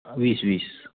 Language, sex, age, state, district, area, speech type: Marathi, male, 18-30, Maharashtra, Hingoli, urban, conversation